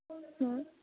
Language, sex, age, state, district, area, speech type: Bengali, female, 18-30, West Bengal, Howrah, urban, conversation